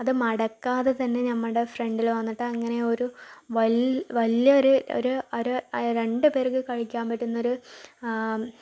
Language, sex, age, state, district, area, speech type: Malayalam, female, 45-60, Kerala, Palakkad, urban, spontaneous